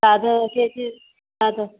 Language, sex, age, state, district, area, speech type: Kannada, female, 30-45, Karnataka, Udupi, rural, conversation